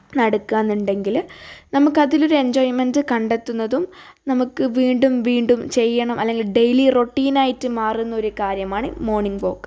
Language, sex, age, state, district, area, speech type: Malayalam, female, 30-45, Kerala, Wayanad, rural, spontaneous